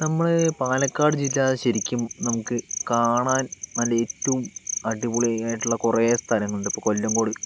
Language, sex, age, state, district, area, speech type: Malayalam, male, 60+, Kerala, Palakkad, rural, spontaneous